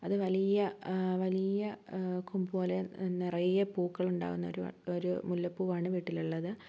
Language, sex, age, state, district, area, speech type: Malayalam, female, 18-30, Kerala, Kozhikode, urban, spontaneous